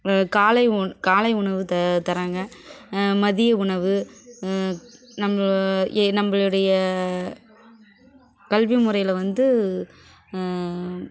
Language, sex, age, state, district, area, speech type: Tamil, female, 18-30, Tamil Nadu, Kallakurichi, urban, spontaneous